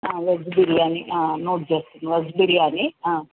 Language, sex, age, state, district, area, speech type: Telugu, female, 60+, Andhra Pradesh, Nellore, urban, conversation